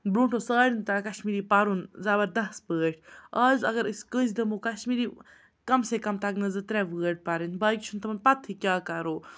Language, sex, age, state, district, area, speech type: Kashmiri, female, 30-45, Jammu and Kashmir, Baramulla, rural, spontaneous